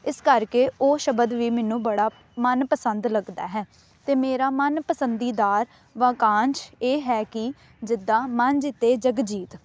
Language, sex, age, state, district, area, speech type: Punjabi, female, 18-30, Punjab, Amritsar, urban, spontaneous